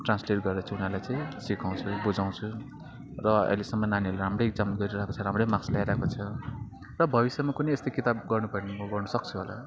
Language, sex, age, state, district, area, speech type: Nepali, male, 30-45, West Bengal, Kalimpong, rural, spontaneous